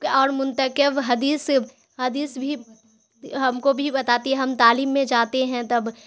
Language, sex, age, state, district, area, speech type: Urdu, female, 18-30, Bihar, Khagaria, rural, spontaneous